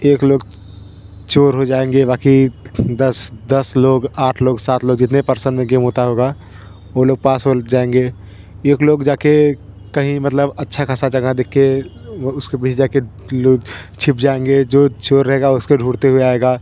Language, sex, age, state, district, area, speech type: Hindi, male, 30-45, Uttar Pradesh, Bhadohi, rural, spontaneous